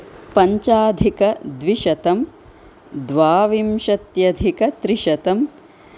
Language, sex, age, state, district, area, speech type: Sanskrit, female, 45-60, Karnataka, Chikkaballapur, urban, spontaneous